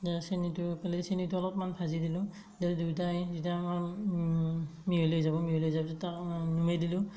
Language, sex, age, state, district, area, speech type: Assamese, male, 18-30, Assam, Darrang, rural, spontaneous